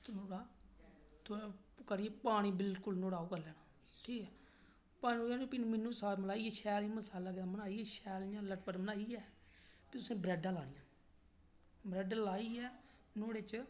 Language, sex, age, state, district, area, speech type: Dogri, male, 30-45, Jammu and Kashmir, Reasi, rural, spontaneous